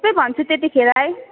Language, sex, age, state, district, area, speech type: Nepali, female, 18-30, West Bengal, Alipurduar, urban, conversation